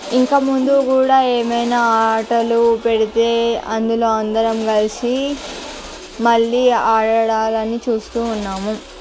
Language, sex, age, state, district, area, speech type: Telugu, female, 45-60, Andhra Pradesh, Visakhapatnam, urban, spontaneous